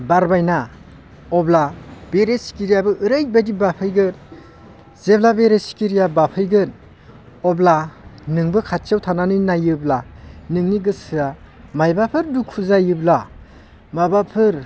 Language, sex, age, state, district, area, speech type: Bodo, male, 30-45, Assam, Baksa, urban, spontaneous